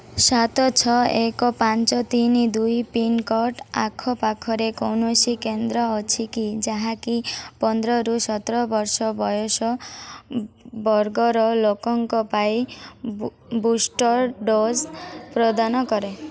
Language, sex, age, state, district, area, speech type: Odia, female, 18-30, Odisha, Malkangiri, rural, read